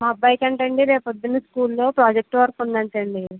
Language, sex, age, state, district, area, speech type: Telugu, female, 30-45, Andhra Pradesh, East Godavari, rural, conversation